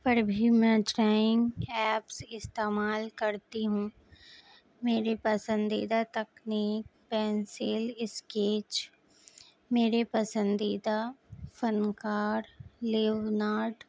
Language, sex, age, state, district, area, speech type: Urdu, female, 18-30, Bihar, Madhubani, rural, spontaneous